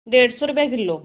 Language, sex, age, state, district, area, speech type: Dogri, female, 18-30, Jammu and Kashmir, Samba, rural, conversation